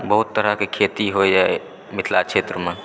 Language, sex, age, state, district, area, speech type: Maithili, male, 18-30, Bihar, Supaul, rural, spontaneous